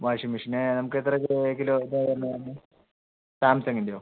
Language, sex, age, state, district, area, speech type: Malayalam, male, 18-30, Kerala, Palakkad, rural, conversation